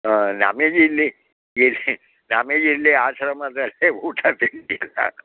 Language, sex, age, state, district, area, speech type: Kannada, male, 60+, Karnataka, Mysore, urban, conversation